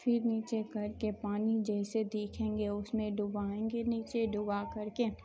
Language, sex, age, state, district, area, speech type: Urdu, female, 18-30, Bihar, Khagaria, rural, spontaneous